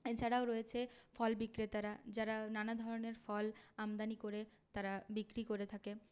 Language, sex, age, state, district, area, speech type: Bengali, female, 30-45, West Bengal, Purulia, rural, spontaneous